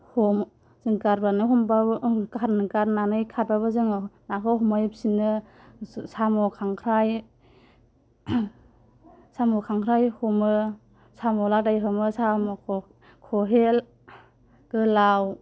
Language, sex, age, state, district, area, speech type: Bodo, female, 18-30, Assam, Kokrajhar, urban, spontaneous